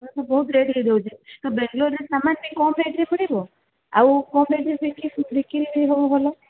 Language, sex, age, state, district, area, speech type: Odia, female, 45-60, Odisha, Sundergarh, rural, conversation